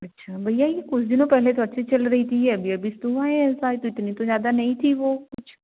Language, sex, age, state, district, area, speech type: Hindi, female, 18-30, Madhya Pradesh, Betul, rural, conversation